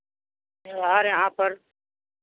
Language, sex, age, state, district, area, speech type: Hindi, male, 60+, Uttar Pradesh, Lucknow, rural, conversation